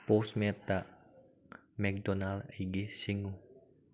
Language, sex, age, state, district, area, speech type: Manipuri, male, 18-30, Manipur, Kakching, rural, read